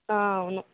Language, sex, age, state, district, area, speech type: Telugu, female, 18-30, Andhra Pradesh, Eluru, rural, conversation